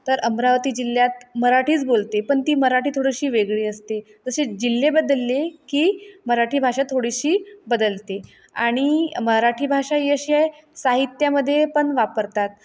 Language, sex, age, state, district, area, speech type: Marathi, female, 30-45, Maharashtra, Nagpur, rural, spontaneous